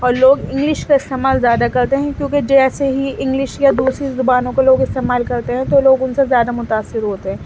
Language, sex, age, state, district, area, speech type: Urdu, female, 18-30, Delhi, Central Delhi, urban, spontaneous